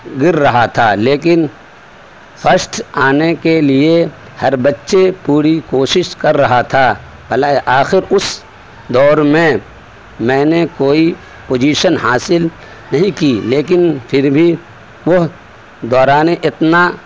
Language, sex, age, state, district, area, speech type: Urdu, male, 30-45, Delhi, Central Delhi, urban, spontaneous